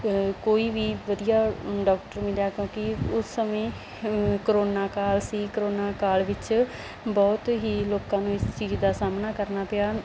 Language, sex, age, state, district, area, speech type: Punjabi, female, 30-45, Punjab, Bathinda, rural, spontaneous